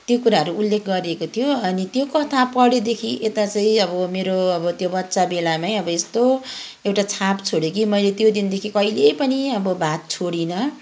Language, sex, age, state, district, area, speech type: Nepali, female, 30-45, West Bengal, Kalimpong, rural, spontaneous